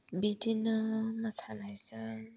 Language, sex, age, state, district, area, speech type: Bodo, female, 18-30, Assam, Kokrajhar, rural, spontaneous